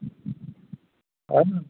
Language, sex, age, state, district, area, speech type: Nepali, male, 45-60, West Bengal, Kalimpong, rural, conversation